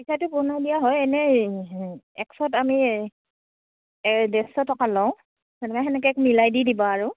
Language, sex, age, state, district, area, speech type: Assamese, female, 30-45, Assam, Udalguri, rural, conversation